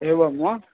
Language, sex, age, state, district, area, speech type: Sanskrit, male, 30-45, Karnataka, Vijayapura, urban, conversation